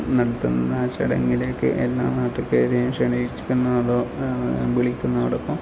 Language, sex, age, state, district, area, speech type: Malayalam, male, 30-45, Kerala, Kasaragod, rural, spontaneous